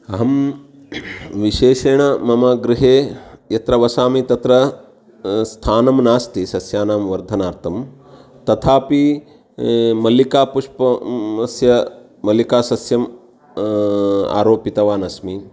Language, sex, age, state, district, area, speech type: Sanskrit, male, 45-60, Karnataka, Uttara Kannada, urban, spontaneous